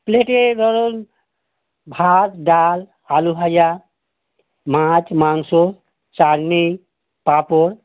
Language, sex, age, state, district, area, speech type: Bengali, male, 60+, West Bengal, North 24 Parganas, urban, conversation